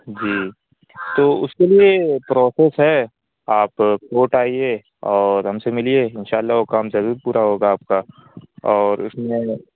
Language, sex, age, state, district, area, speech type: Urdu, male, 18-30, Uttar Pradesh, Azamgarh, rural, conversation